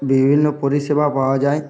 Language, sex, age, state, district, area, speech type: Bengali, male, 18-30, West Bengal, Uttar Dinajpur, urban, spontaneous